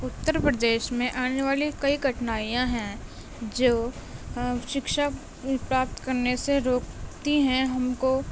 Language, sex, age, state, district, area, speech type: Urdu, female, 18-30, Uttar Pradesh, Gautam Buddha Nagar, urban, spontaneous